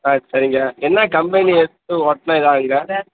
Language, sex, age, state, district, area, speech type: Tamil, male, 18-30, Tamil Nadu, Madurai, rural, conversation